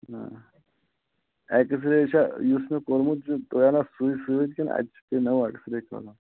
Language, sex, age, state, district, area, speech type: Kashmiri, male, 60+, Jammu and Kashmir, Shopian, rural, conversation